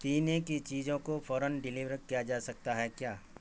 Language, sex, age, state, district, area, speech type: Urdu, male, 45-60, Bihar, Saharsa, rural, read